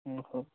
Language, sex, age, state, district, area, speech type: Odia, male, 18-30, Odisha, Nayagarh, rural, conversation